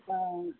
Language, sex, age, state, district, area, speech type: Tamil, male, 60+, Tamil Nadu, Madurai, rural, conversation